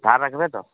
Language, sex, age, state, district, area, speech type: Bengali, male, 18-30, West Bengal, Uttar Dinajpur, urban, conversation